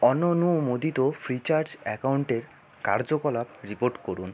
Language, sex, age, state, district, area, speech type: Bengali, male, 30-45, West Bengal, Purba Bardhaman, urban, read